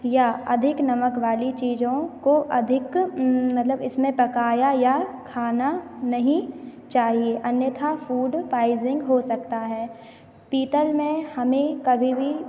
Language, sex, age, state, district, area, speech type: Hindi, female, 18-30, Madhya Pradesh, Hoshangabad, urban, spontaneous